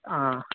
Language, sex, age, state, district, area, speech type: Telugu, male, 18-30, Telangana, Karimnagar, rural, conversation